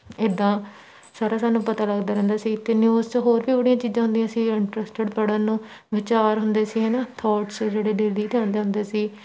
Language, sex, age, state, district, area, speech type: Punjabi, female, 18-30, Punjab, Shaheed Bhagat Singh Nagar, rural, spontaneous